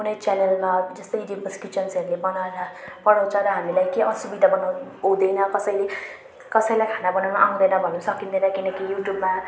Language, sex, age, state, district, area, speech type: Nepali, female, 30-45, West Bengal, Jalpaiguri, urban, spontaneous